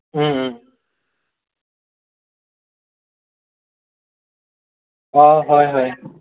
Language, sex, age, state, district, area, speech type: Assamese, male, 18-30, Assam, Morigaon, rural, conversation